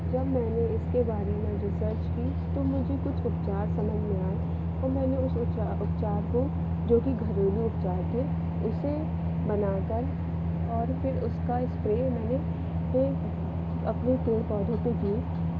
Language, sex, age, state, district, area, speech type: Hindi, female, 18-30, Madhya Pradesh, Jabalpur, urban, spontaneous